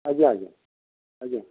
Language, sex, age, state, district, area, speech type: Odia, male, 45-60, Odisha, Kendujhar, urban, conversation